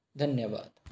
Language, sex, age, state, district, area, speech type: Hindi, male, 18-30, Rajasthan, Jaipur, urban, spontaneous